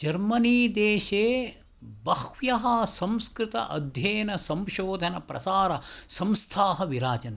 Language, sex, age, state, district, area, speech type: Sanskrit, male, 60+, Karnataka, Tumkur, urban, spontaneous